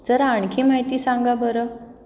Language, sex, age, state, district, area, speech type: Marathi, female, 30-45, Maharashtra, Satara, urban, read